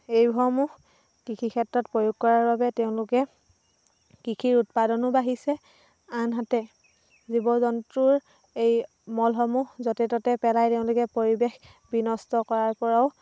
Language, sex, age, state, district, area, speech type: Assamese, female, 18-30, Assam, Dhemaji, rural, spontaneous